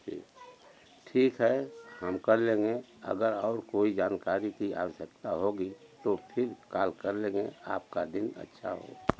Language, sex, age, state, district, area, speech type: Hindi, male, 60+, Uttar Pradesh, Mau, rural, read